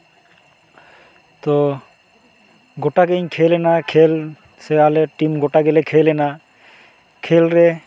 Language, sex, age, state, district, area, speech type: Santali, male, 18-30, West Bengal, Purulia, rural, spontaneous